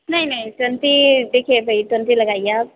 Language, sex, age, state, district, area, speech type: Hindi, female, 30-45, Uttar Pradesh, Sitapur, rural, conversation